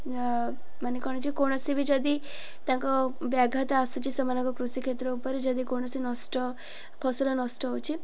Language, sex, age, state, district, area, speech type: Odia, female, 18-30, Odisha, Ganjam, urban, spontaneous